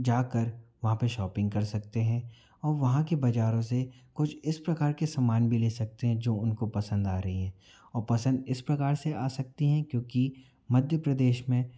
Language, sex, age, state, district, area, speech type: Hindi, male, 45-60, Madhya Pradesh, Bhopal, urban, spontaneous